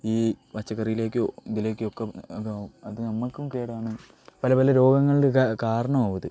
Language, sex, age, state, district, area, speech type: Malayalam, male, 18-30, Kerala, Wayanad, rural, spontaneous